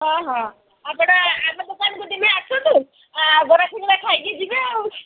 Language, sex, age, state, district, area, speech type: Odia, female, 60+, Odisha, Gajapati, rural, conversation